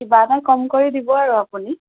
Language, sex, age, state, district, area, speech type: Assamese, female, 30-45, Assam, Golaghat, urban, conversation